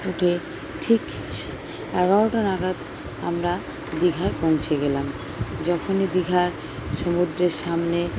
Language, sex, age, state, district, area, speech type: Bengali, female, 30-45, West Bengal, Kolkata, urban, spontaneous